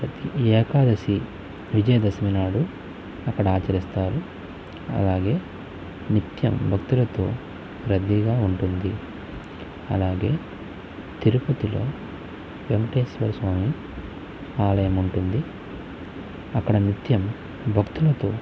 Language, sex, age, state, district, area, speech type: Telugu, male, 18-30, Andhra Pradesh, Krishna, rural, spontaneous